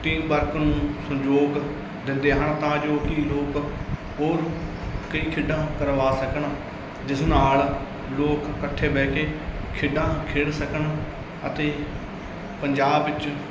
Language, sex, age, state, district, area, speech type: Punjabi, male, 30-45, Punjab, Mansa, urban, spontaneous